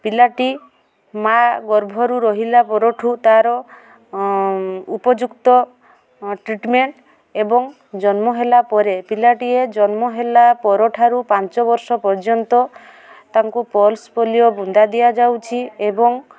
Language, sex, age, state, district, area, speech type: Odia, female, 45-60, Odisha, Mayurbhanj, rural, spontaneous